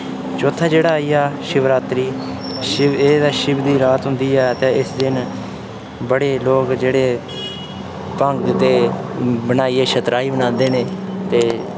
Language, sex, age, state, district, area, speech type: Dogri, male, 18-30, Jammu and Kashmir, Udhampur, rural, spontaneous